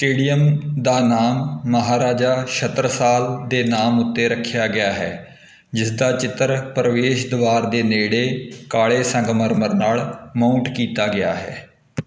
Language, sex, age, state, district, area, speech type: Punjabi, male, 30-45, Punjab, Kapurthala, rural, read